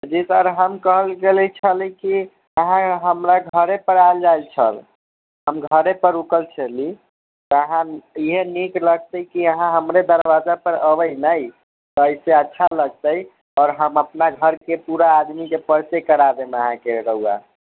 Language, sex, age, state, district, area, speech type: Maithili, male, 18-30, Bihar, Sitamarhi, urban, conversation